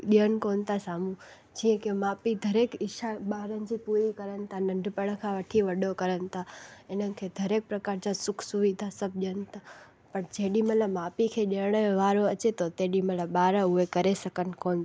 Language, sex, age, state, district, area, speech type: Sindhi, female, 18-30, Gujarat, Junagadh, rural, spontaneous